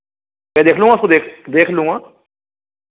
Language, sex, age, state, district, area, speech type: Hindi, male, 45-60, Madhya Pradesh, Ujjain, rural, conversation